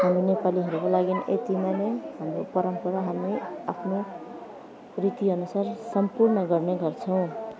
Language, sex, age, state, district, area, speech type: Nepali, female, 30-45, West Bengal, Alipurduar, urban, spontaneous